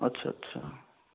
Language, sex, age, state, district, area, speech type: Assamese, male, 18-30, Assam, Sonitpur, urban, conversation